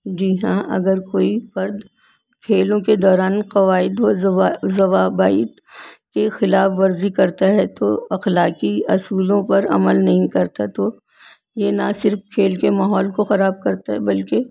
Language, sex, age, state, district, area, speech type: Urdu, female, 60+, Delhi, North East Delhi, urban, spontaneous